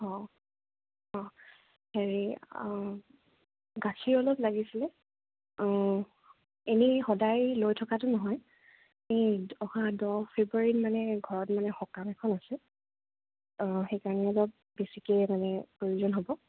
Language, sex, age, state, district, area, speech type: Assamese, female, 18-30, Assam, Dibrugarh, urban, conversation